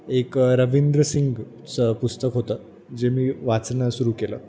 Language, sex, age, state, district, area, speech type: Marathi, male, 18-30, Maharashtra, Jalna, rural, spontaneous